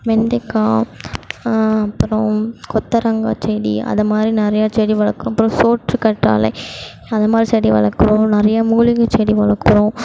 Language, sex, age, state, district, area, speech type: Tamil, female, 18-30, Tamil Nadu, Mayiladuthurai, urban, spontaneous